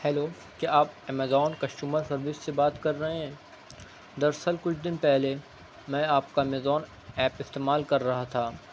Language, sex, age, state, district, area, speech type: Urdu, male, 18-30, Uttar Pradesh, Shahjahanpur, rural, spontaneous